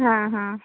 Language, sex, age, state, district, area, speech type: Bengali, female, 18-30, West Bengal, Malda, urban, conversation